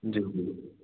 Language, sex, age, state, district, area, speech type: Hindi, male, 18-30, Madhya Pradesh, Jabalpur, urban, conversation